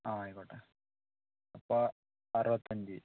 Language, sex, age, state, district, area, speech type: Malayalam, male, 18-30, Kerala, Wayanad, rural, conversation